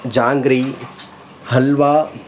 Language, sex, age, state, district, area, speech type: Tamil, male, 45-60, Tamil Nadu, Salem, rural, spontaneous